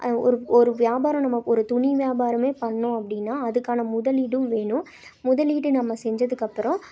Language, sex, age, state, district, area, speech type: Tamil, female, 18-30, Tamil Nadu, Tiruppur, urban, spontaneous